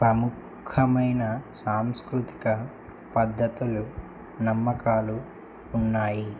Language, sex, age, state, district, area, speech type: Telugu, male, 18-30, Telangana, Medak, rural, spontaneous